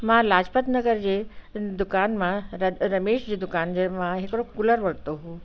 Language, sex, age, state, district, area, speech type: Sindhi, female, 60+, Delhi, South Delhi, urban, spontaneous